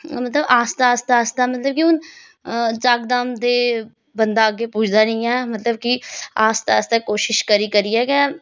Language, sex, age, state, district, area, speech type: Dogri, female, 30-45, Jammu and Kashmir, Reasi, rural, spontaneous